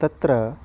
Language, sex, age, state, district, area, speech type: Sanskrit, male, 18-30, Odisha, Khordha, urban, spontaneous